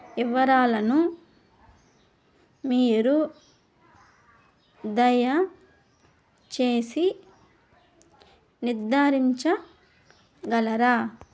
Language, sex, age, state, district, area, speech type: Telugu, female, 18-30, Andhra Pradesh, Nellore, rural, read